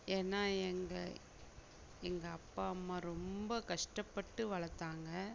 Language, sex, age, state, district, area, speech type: Tamil, female, 60+, Tamil Nadu, Mayiladuthurai, rural, spontaneous